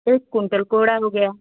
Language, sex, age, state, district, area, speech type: Hindi, female, 18-30, Uttar Pradesh, Ghazipur, urban, conversation